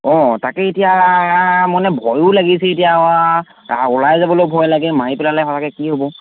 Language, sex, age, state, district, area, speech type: Assamese, male, 18-30, Assam, Golaghat, urban, conversation